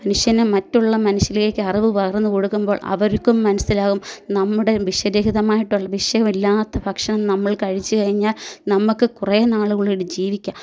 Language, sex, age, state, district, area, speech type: Malayalam, female, 30-45, Kerala, Kottayam, urban, spontaneous